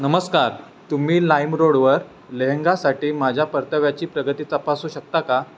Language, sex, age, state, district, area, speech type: Marathi, male, 18-30, Maharashtra, Ratnagiri, rural, read